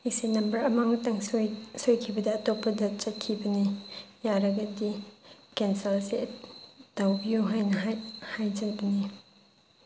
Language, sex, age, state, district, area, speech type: Manipuri, female, 30-45, Manipur, Chandel, rural, spontaneous